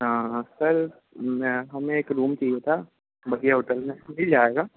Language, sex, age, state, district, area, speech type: Hindi, male, 18-30, Madhya Pradesh, Harda, urban, conversation